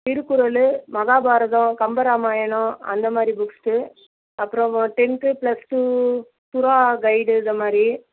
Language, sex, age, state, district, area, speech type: Tamil, female, 45-60, Tamil Nadu, Cuddalore, rural, conversation